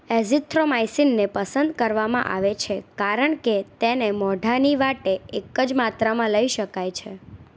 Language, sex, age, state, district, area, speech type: Gujarati, female, 18-30, Gujarat, Anand, urban, read